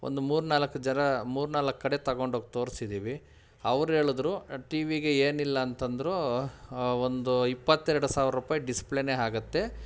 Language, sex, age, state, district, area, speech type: Kannada, male, 30-45, Karnataka, Kolar, urban, spontaneous